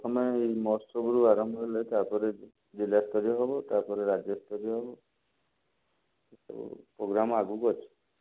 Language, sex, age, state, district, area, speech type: Odia, male, 45-60, Odisha, Jajpur, rural, conversation